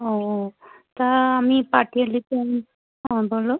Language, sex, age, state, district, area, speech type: Bengali, female, 60+, West Bengal, South 24 Parganas, rural, conversation